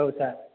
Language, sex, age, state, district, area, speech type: Bodo, male, 30-45, Assam, Chirang, rural, conversation